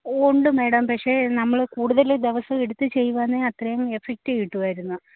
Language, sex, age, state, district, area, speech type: Malayalam, female, 30-45, Kerala, Kollam, rural, conversation